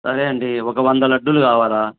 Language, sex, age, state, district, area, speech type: Telugu, male, 45-60, Andhra Pradesh, Sri Satya Sai, urban, conversation